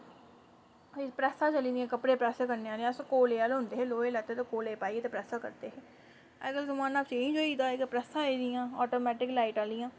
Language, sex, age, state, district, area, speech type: Dogri, female, 30-45, Jammu and Kashmir, Samba, rural, spontaneous